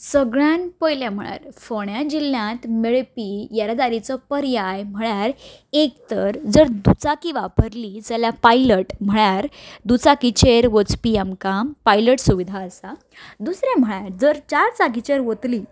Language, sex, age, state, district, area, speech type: Goan Konkani, female, 30-45, Goa, Ponda, rural, spontaneous